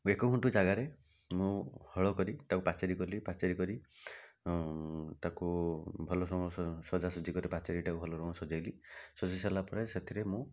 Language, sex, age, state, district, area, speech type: Odia, male, 60+, Odisha, Bhadrak, rural, spontaneous